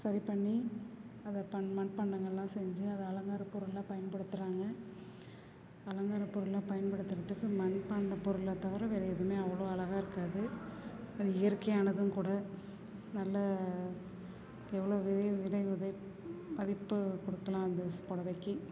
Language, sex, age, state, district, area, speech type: Tamil, female, 45-60, Tamil Nadu, Perambalur, urban, spontaneous